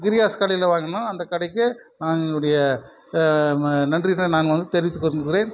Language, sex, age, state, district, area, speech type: Tamil, male, 45-60, Tamil Nadu, Krishnagiri, rural, spontaneous